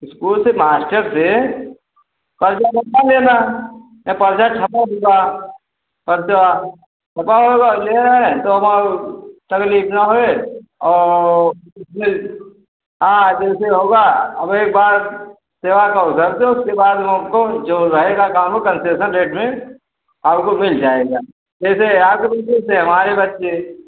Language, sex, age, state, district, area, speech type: Hindi, male, 60+, Uttar Pradesh, Ayodhya, rural, conversation